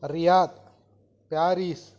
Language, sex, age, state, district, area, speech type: Tamil, male, 45-60, Tamil Nadu, Krishnagiri, rural, spontaneous